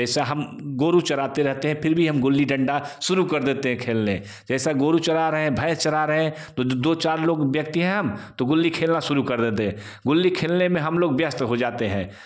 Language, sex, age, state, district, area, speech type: Hindi, male, 45-60, Uttar Pradesh, Jaunpur, rural, spontaneous